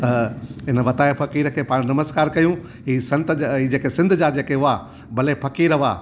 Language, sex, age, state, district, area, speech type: Sindhi, male, 60+, Gujarat, Junagadh, rural, spontaneous